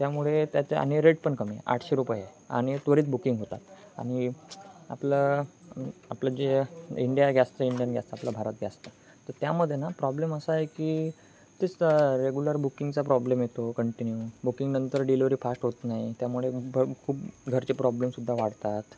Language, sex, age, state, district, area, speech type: Marathi, male, 18-30, Maharashtra, Ratnagiri, rural, spontaneous